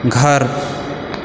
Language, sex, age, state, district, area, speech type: Maithili, male, 18-30, Bihar, Purnia, urban, read